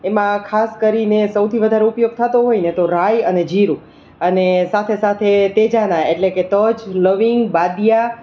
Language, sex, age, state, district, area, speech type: Gujarati, female, 30-45, Gujarat, Rajkot, urban, spontaneous